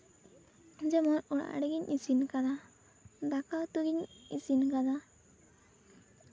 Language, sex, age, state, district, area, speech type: Santali, female, 18-30, West Bengal, Purba Bardhaman, rural, spontaneous